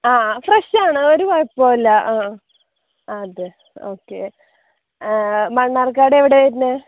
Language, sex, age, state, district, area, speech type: Malayalam, female, 18-30, Kerala, Palakkad, rural, conversation